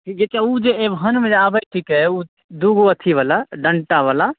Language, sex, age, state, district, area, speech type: Maithili, male, 30-45, Bihar, Begusarai, urban, conversation